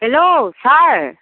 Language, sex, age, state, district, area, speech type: Assamese, female, 60+, Assam, Lakhimpur, urban, conversation